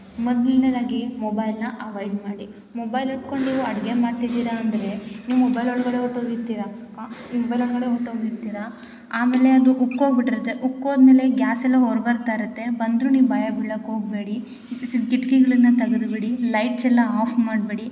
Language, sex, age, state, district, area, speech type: Kannada, female, 18-30, Karnataka, Chikkaballapur, rural, spontaneous